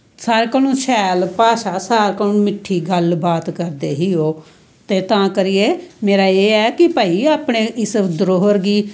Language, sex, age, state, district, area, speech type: Dogri, female, 45-60, Jammu and Kashmir, Samba, rural, spontaneous